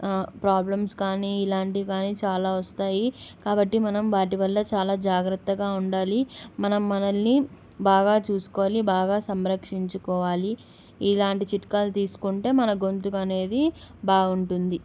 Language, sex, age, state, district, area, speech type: Telugu, female, 18-30, Andhra Pradesh, Kadapa, urban, spontaneous